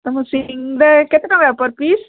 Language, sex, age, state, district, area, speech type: Odia, female, 60+, Odisha, Gajapati, rural, conversation